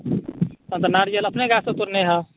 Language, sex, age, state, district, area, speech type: Maithili, male, 30-45, Bihar, Madhubani, rural, conversation